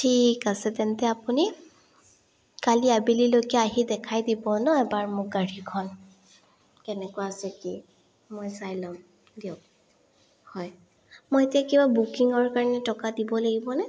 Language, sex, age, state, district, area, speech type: Assamese, female, 30-45, Assam, Sonitpur, rural, spontaneous